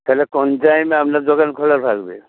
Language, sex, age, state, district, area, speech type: Bengali, male, 60+, West Bengal, Hooghly, rural, conversation